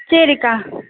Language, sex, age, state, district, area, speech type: Tamil, female, 45-60, Tamil Nadu, Pudukkottai, rural, conversation